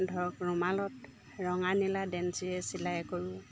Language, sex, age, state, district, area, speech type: Assamese, female, 30-45, Assam, Dibrugarh, urban, spontaneous